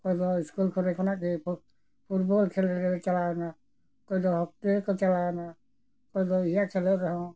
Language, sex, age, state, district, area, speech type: Santali, male, 60+, Jharkhand, Bokaro, rural, spontaneous